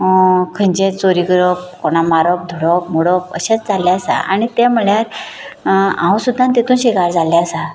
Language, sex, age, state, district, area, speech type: Goan Konkani, female, 30-45, Goa, Canacona, rural, spontaneous